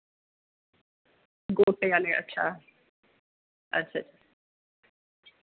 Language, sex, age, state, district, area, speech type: Dogri, female, 30-45, Jammu and Kashmir, Jammu, urban, conversation